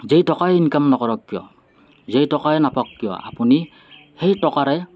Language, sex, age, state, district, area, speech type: Assamese, male, 30-45, Assam, Morigaon, rural, spontaneous